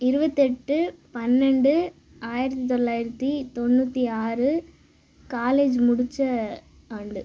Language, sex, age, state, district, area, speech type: Tamil, female, 18-30, Tamil Nadu, Tiruchirappalli, urban, spontaneous